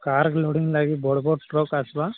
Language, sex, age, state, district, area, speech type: Odia, male, 45-60, Odisha, Nuapada, urban, conversation